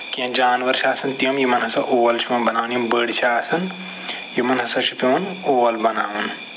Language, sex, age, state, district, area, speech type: Kashmiri, male, 45-60, Jammu and Kashmir, Srinagar, urban, spontaneous